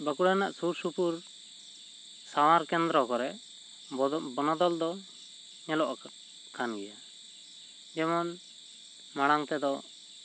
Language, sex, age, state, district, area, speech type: Santali, male, 30-45, West Bengal, Bankura, rural, spontaneous